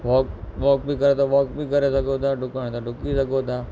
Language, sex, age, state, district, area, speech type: Sindhi, male, 45-60, Gujarat, Kutch, rural, spontaneous